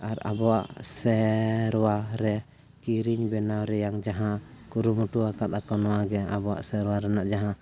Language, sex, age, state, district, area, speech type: Santali, male, 18-30, Jharkhand, East Singhbhum, rural, spontaneous